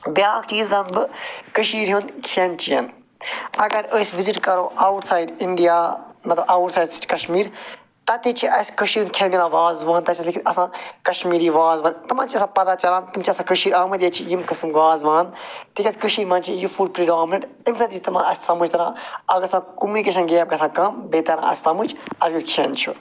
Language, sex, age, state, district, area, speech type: Kashmiri, male, 45-60, Jammu and Kashmir, Srinagar, rural, spontaneous